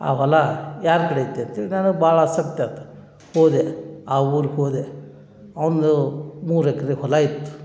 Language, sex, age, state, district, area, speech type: Kannada, male, 60+, Karnataka, Dharwad, urban, spontaneous